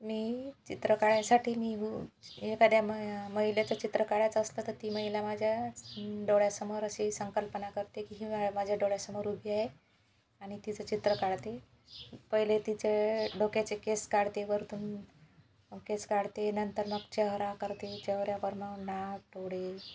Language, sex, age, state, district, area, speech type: Marathi, female, 45-60, Maharashtra, Washim, rural, spontaneous